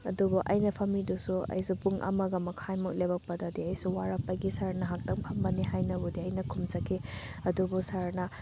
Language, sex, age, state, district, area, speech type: Manipuri, female, 18-30, Manipur, Thoubal, rural, spontaneous